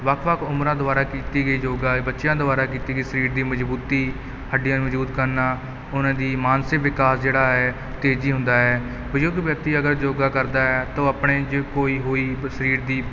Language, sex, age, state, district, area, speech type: Punjabi, male, 30-45, Punjab, Kapurthala, urban, spontaneous